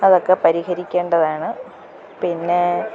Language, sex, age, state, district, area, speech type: Malayalam, female, 45-60, Kerala, Kottayam, rural, spontaneous